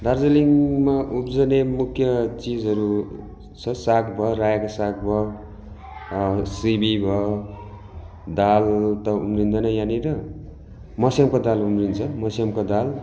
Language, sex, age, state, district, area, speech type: Nepali, male, 45-60, West Bengal, Darjeeling, rural, spontaneous